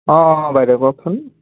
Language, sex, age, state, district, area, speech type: Assamese, male, 18-30, Assam, Dibrugarh, rural, conversation